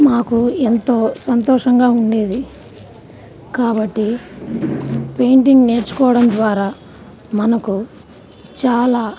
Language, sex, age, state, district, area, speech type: Telugu, female, 30-45, Andhra Pradesh, Nellore, rural, spontaneous